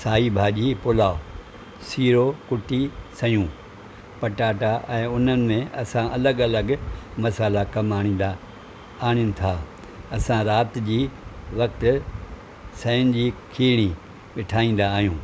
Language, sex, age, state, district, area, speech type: Sindhi, male, 60+, Maharashtra, Thane, urban, spontaneous